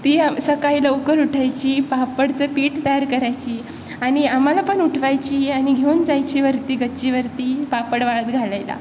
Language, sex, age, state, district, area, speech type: Marathi, female, 18-30, Maharashtra, Sindhudurg, rural, spontaneous